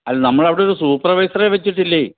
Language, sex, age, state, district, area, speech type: Malayalam, male, 60+, Kerala, Pathanamthitta, rural, conversation